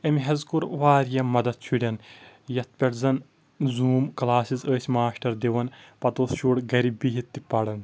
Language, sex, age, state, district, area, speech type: Kashmiri, male, 30-45, Jammu and Kashmir, Kulgam, rural, spontaneous